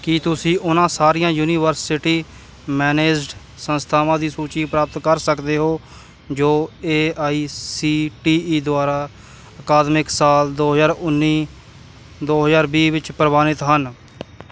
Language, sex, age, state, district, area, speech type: Punjabi, male, 18-30, Punjab, Kapurthala, rural, read